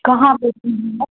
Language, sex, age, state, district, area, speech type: Hindi, female, 18-30, Bihar, Begusarai, urban, conversation